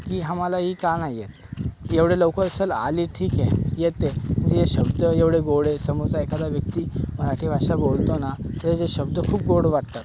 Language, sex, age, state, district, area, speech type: Marathi, male, 18-30, Maharashtra, Thane, urban, spontaneous